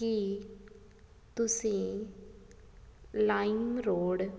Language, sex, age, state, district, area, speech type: Punjabi, female, 18-30, Punjab, Fazilka, rural, read